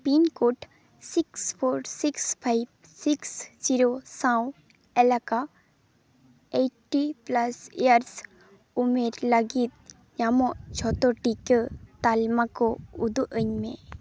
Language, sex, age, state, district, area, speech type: Santali, female, 18-30, West Bengal, Jhargram, rural, read